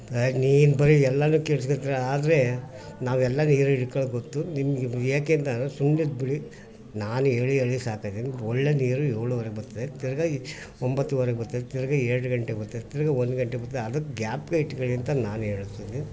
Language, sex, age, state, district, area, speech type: Kannada, male, 60+, Karnataka, Mysore, urban, spontaneous